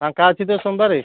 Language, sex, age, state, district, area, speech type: Odia, male, 30-45, Odisha, Kendujhar, urban, conversation